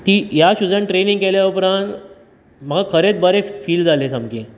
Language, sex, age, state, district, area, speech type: Goan Konkani, male, 30-45, Goa, Bardez, rural, spontaneous